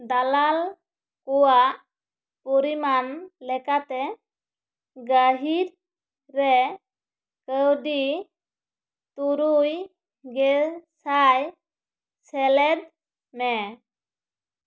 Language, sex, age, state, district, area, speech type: Santali, female, 18-30, West Bengal, Bankura, rural, read